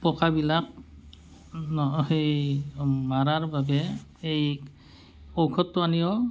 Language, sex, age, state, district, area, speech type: Assamese, male, 45-60, Assam, Barpeta, rural, spontaneous